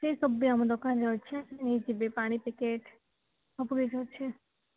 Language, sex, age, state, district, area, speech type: Odia, female, 18-30, Odisha, Koraput, urban, conversation